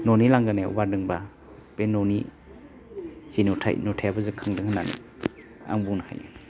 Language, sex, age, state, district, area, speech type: Bodo, male, 30-45, Assam, Baksa, rural, spontaneous